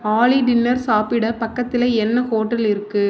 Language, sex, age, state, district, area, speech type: Tamil, female, 18-30, Tamil Nadu, Mayiladuthurai, urban, read